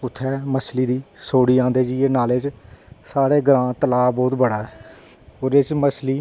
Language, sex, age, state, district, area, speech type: Dogri, male, 30-45, Jammu and Kashmir, Jammu, rural, spontaneous